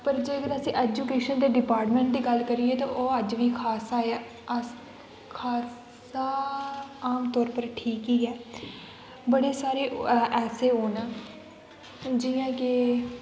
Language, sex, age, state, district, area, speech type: Dogri, female, 18-30, Jammu and Kashmir, Kathua, rural, spontaneous